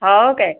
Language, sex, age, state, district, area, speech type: Marathi, female, 30-45, Maharashtra, Amravati, rural, conversation